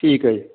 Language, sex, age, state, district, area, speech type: Punjabi, male, 45-60, Punjab, Fatehgarh Sahib, rural, conversation